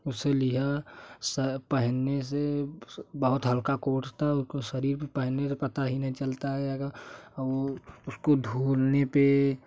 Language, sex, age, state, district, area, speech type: Hindi, male, 18-30, Uttar Pradesh, Jaunpur, rural, spontaneous